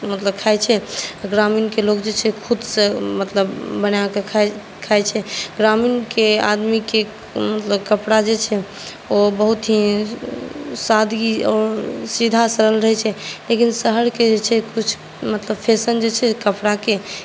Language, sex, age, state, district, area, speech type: Maithili, female, 18-30, Bihar, Saharsa, urban, spontaneous